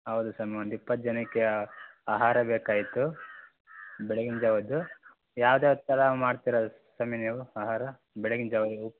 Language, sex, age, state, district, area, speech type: Kannada, male, 18-30, Karnataka, Chitradurga, rural, conversation